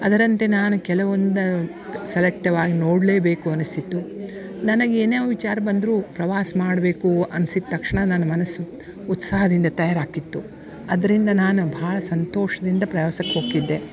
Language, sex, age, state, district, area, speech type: Kannada, female, 60+, Karnataka, Dharwad, rural, spontaneous